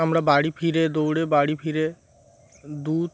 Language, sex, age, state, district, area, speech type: Bengali, male, 30-45, West Bengal, Darjeeling, urban, spontaneous